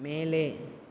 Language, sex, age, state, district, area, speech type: Tamil, male, 30-45, Tamil Nadu, Tiruvarur, rural, read